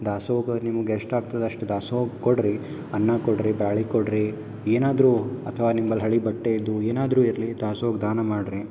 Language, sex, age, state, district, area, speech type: Kannada, male, 18-30, Karnataka, Gulbarga, urban, spontaneous